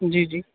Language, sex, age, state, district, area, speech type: Urdu, male, 30-45, Uttar Pradesh, Gautam Buddha Nagar, urban, conversation